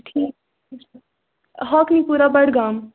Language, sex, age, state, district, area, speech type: Kashmiri, female, 18-30, Jammu and Kashmir, Budgam, rural, conversation